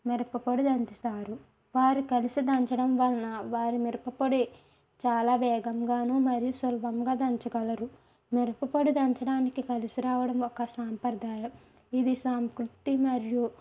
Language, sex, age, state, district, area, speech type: Telugu, female, 18-30, Andhra Pradesh, East Godavari, rural, spontaneous